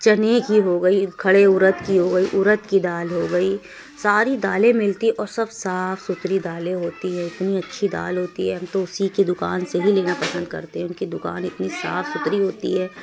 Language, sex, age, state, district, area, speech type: Urdu, female, 45-60, Uttar Pradesh, Lucknow, rural, spontaneous